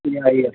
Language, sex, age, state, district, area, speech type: Manipuri, male, 60+, Manipur, Senapati, urban, conversation